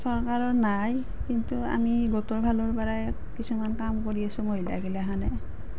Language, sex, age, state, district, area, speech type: Assamese, female, 30-45, Assam, Nalbari, rural, spontaneous